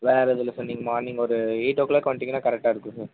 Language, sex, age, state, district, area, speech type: Tamil, male, 18-30, Tamil Nadu, Vellore, rural, conversation